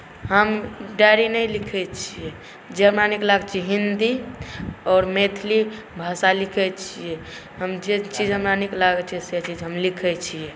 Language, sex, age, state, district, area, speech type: Maithili, male, 18-30, Bihar, Saharsa, rural, spontaneous